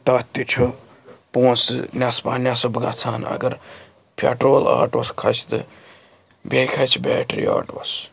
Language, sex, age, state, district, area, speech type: Kashmiri, male, 45-60, Jammu and Kashmir, Srinagar, urban, spontaneous